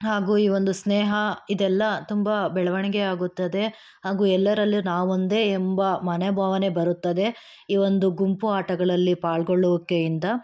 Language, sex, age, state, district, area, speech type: Kannada, female, 18-30, Karnataka, Chikkaballapur, rural, spontaneous